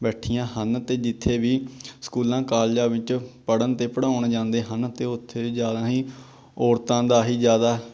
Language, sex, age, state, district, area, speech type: Punjabi, male, 18-30, Punjab, Patiala, rural, spontaneous